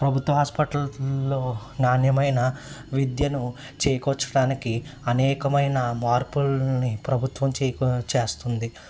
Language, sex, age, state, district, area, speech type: Telugu, male, 30-45, Andhra Pradesh, N T Rama Rao, urban, spontaneous